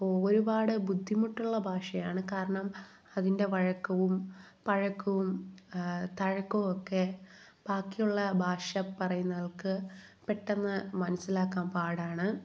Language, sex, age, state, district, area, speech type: Malayalam, female, 18-30, Kerala, Kollam, rural, spontaneous